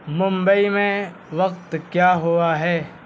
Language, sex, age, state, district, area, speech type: Urdu, male, 18-30, Bihar, Purnia, rural, read